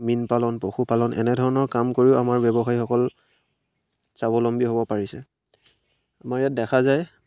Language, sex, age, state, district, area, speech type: Assamese, male, 30-45, Assam, Majuli, urban, spontaneous